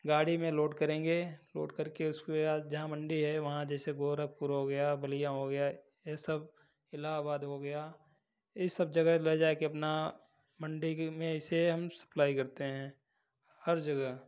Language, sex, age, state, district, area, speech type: Hindi, male, 30-45, Uttar Pradesh, Prayagraj, urban, spontaneous